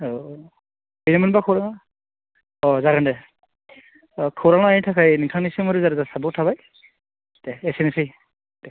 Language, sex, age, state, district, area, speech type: Bodo, male, 18-30, Assam, Baksa, rural, conversation